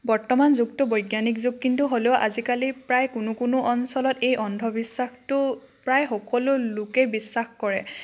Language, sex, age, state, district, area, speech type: Assamese, female, 18-30, Assam, Charaideo, rural, spontaneous